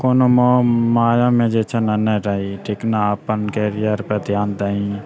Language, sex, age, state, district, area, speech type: Maithili, male, 18-30, Bihar, Purnia, rural, spontaneous